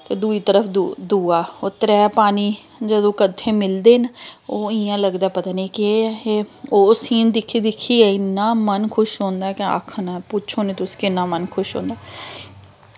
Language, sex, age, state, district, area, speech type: Dogri, female, 30-45, Jammu and Kashmir, Samba, urban, spontaneous